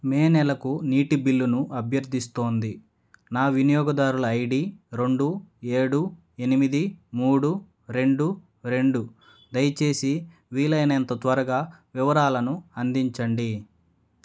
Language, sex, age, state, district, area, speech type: Telugu, male, 30-45, Andhra Pradesh, Nellore, rural, read